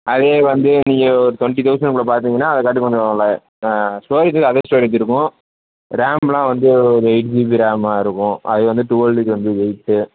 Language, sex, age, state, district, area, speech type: Tamil, male, 18-30, Tamil Nadu, Perambalur, urban, conversation